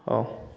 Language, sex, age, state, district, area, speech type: Odia, male, 18-30, Odisha, Dhenkanal, rural, spontaneous